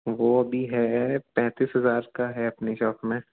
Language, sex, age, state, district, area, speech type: Hindi, male, 30-45, Madhya Pradesh, Jabalpur, urban, conversation